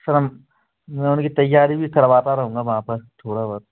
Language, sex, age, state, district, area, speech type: Hindi, male, 18-30, Madhya Pradesh, Gwalior, rural, conversation